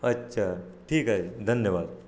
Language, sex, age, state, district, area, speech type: Marathi, male, 60+, Maharashtra, Nagpur, urban, spontaneous